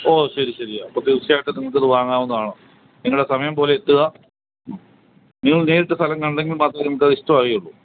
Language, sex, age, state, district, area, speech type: Malayalam, male, 60+, Kerala, Kottayam, rural, conversation